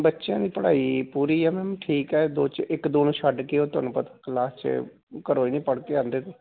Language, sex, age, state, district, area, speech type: Punjabi, male, 45-60, Punjab, Pathankot, rural, conversation